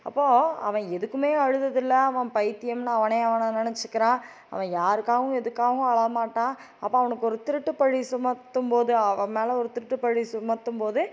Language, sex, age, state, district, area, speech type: Tamil, female, 30-45, Tamil Nadu, Tiruppur, urban, spontaneous